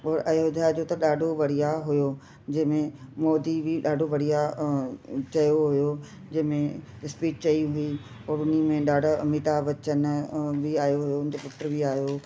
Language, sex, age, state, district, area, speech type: Sindhi, female, 45-60, Delhi, South Delhi, urban, spontaneous